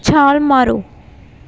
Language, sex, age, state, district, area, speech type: Punjabi, female, 18-30, Punjab, Fatehgarh Sahib, rural, read